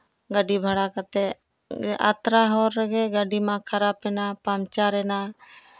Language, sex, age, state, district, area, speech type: Santali, female, 30-45, West Bengal, Jhargram, rural, spontaneous